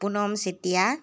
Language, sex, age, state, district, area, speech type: Assamese, female, 18-30, Assam, Dibrugarh, urban, spontaneous